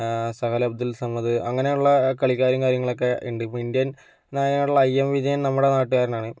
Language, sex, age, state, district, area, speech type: Malayalam, male, 18-30, Kerala, Kozhikode, urban, spontaneous